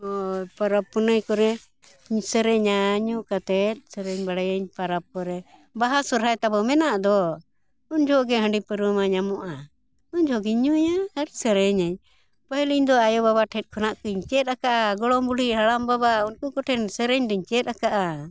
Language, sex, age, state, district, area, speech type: Santali, female, 60+, Jharkhand, Bokaro, rural, spontaneous